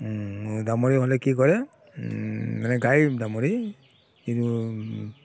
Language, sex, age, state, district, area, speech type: Assamese, male, 45-60, Assam, Barpeta, rural, spontaneous